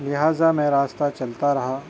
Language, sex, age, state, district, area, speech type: Urdu, male, 30-45, Uttar Pradesh, Gautam Buddha Nagar, urban, spontaneous